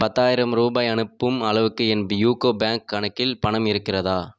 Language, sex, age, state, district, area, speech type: Tamil, male, 30-45, Tamil Nadu, Viluppuram, urban, read